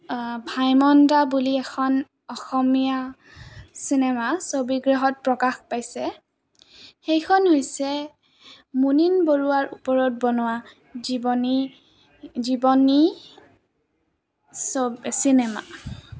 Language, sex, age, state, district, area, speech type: Assamese, female, 18-30, Assam, Goalpara, rural, spontaneous